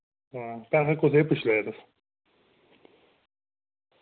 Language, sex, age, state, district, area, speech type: Dogri, male, 18-30, Jammu and Kashmir, Reasi, rural, conversation